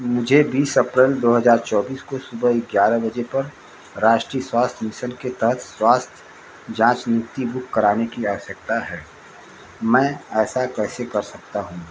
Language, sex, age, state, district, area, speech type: Hindi, male, 60+, Uttar Pradesh, Ayodhya, rural, read